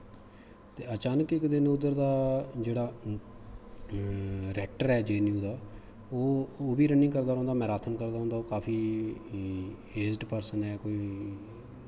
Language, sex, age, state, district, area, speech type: Dogri, male, 30-45, Jammu and Kashmir, Kathua, rural, spontaneous